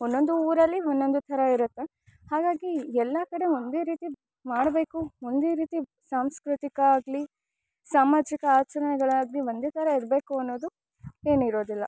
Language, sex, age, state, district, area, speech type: Kannada, female, 18-30, Karnataka, Chikkamagaluru, rural, spontaneous